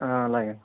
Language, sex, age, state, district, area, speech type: Telugu, male, 60+, Andhra Pradesh, Sri Balaji, urban, conversation